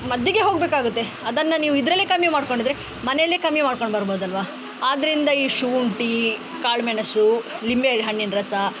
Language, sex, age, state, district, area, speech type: Kannada, female, 30-45, Karnataka, Udupi, rural, spontaneous